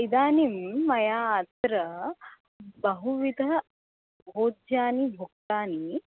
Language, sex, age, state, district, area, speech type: Sanskrit, female, 30-45, Maharashtra, Nagpur, urban, conversation